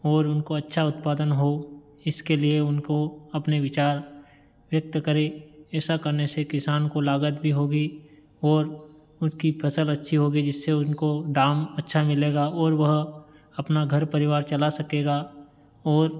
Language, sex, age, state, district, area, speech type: Hindi, male, 30-45, Madhya Pradesh, Ujjain, rural, spontaneous